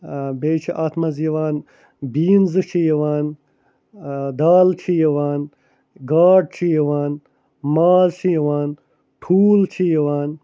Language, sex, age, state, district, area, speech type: Kashmiri, male, 45-60, Jammu and Kashmir, Srinagar, urban, spontaneous